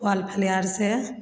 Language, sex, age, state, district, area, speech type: Maithili, female, 45-60, Bihar, Begusarai, rural, spontaneous